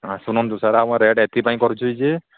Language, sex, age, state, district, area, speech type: Odia, male, 30-45, Odisha, Sambalpur, rural, conversation